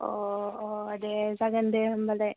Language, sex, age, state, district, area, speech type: Bodo, female, 18-30, Assam, Udalguri, urban, conversation